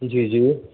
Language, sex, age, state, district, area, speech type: Sindhi, male, 45-60, Madhya Pradesh, Katni, rural, conversation